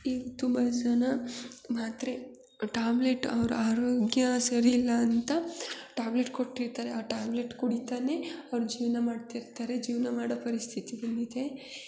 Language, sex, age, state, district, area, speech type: Kannada, female, 30-45, Karnataka, Hassan, urban, spontaneous